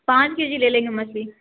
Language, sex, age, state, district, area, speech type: Urdu, female, 18-30, Bihar, Supaul, rural, conversation